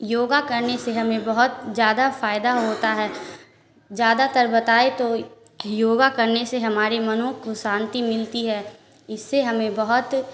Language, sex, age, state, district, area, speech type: Hindi, female, 18-30, Bihar, Samastipur, rural, spontaneous